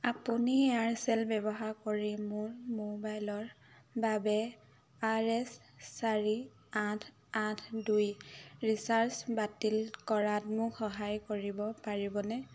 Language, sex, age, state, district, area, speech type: Assamese, female, 18-30, Assam, Dhemaji, urban, read